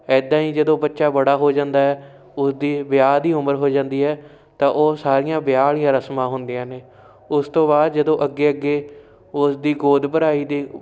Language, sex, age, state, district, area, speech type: Punjabi, male, 18-30, Punjab, Shaheed Bhagat Singh Nagar, urban, spontaneous